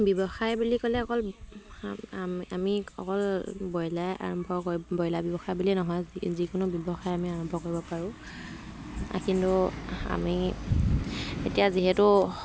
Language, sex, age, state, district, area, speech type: Assamese, female, 18-30, Assam, Dibrugarh, rural, spontaneous